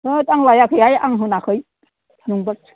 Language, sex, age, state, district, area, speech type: Bodo, female, 60+, Assam, Kokrajhar, rural, conversation